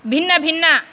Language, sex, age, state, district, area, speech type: Sanskrit, female, 30-45, Karnataka, Dakshina Kannada, rural, spontaneous